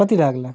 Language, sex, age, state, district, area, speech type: Nepali, male, 18-30, West Bengal, Darjeeling, rural, spontaneous